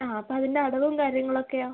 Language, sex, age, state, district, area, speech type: Malayalam, female, 18-30, Kerala, Wayanad, rural, conversation